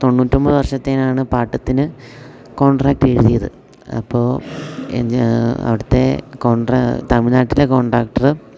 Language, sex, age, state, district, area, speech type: Malayalam, male, 18-30, Kerala, Idukki, rural, spontaneous